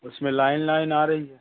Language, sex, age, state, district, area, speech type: Hindi, male, 18-30, Madhya Pradesh, Hoshangabad, rural, conversation